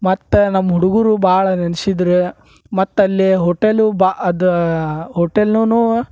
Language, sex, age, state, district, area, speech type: Kannada, male, 30-45, Karnataka, Gadag, rural, spontaneous